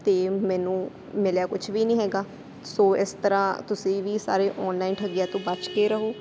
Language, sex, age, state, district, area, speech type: Punjabi, female, 18-30, Punjab, Sangrur, rural, spontaneous